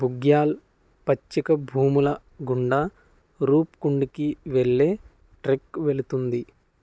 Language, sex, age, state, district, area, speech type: Telugu, male, 18-30, Andhra Pradesh, Konaseema, rural, read